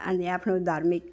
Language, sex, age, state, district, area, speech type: Nepali, female, 60+, West Bengal, Alipurduar, urban, spontaneous